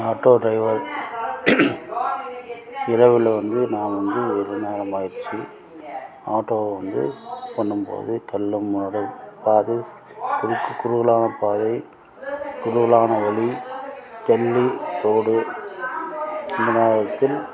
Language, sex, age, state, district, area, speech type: Tamil, male, 45-60, Tamil Nadu, Krishnagiri, rural, spontaneous